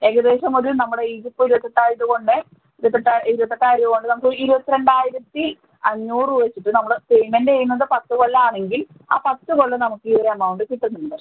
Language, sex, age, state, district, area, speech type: Malayalam, female, 30-45, Kerala, Palakkad, urban, conversation